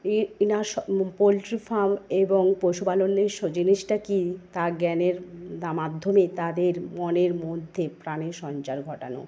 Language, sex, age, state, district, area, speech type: Bengali, female, 30-45, West Bengal, Paschim Medinipur, rural, spontaneous